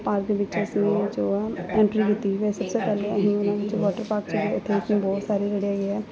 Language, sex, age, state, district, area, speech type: Punjabi, female, 30-45, Punjab, Gurdaspur, urban, spontaneous